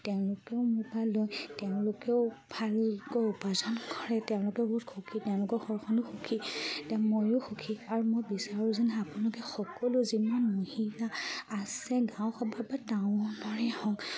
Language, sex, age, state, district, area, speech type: Assamese, female, 30-45, Assam, Charaideo, rural, spontaneous